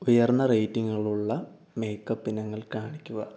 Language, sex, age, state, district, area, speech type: Malayalam, male, 18-30, Kerala, Wayanad, rural, read